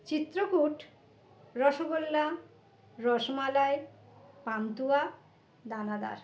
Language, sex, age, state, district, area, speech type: Bengali, female, 45-60, West Bengal, North 24 Parganas, urban, spontaneous